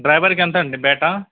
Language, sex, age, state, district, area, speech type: Telugu, male, 30-45, Andhra Pradesh, Guntur, urban, conversation